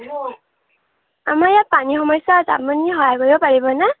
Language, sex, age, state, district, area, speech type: Assamese, female, 18-30, Assam, Majuli, urban, conversation